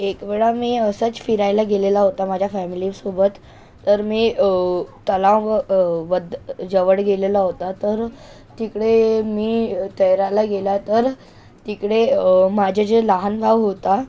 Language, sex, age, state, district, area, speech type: Marathi, male, 30-45, Maharashtra, Nagpur, urban, spontaneous